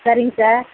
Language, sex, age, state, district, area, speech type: Tamil, female, 60+, Tamil Nadu, Viluppuram, rural, conversation